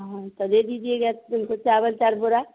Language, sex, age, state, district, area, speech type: Hindi, female, 45-60, Bihar, Vaishali, rural, conversation